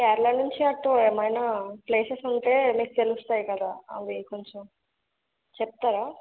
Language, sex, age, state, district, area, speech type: Telugu, female, 18-30, Andhra Pradesh, Konaseema, urban, conversation